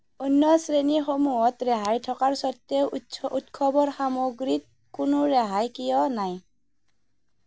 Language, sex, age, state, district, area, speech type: Assamese, female, 30-45, Assam, Darrang, rural, read